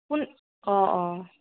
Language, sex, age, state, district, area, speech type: Assamese, female, 30-45, Assam, Morigaon, rural, conversation